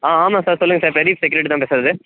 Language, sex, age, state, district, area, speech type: Tamil, male, 18-30, Tamil Nadu, Kallakurichi, urban, conversation